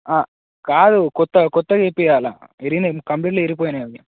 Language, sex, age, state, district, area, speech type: Telugu, male, 18-30, Telangana, Nagarkurnool, urban, conversation